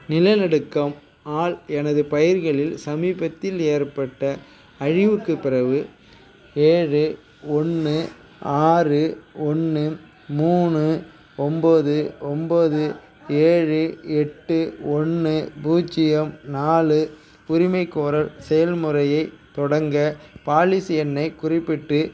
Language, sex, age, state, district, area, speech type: Tamil, male, 45-60, Tamil Nadu, Nagapattinam, rural, read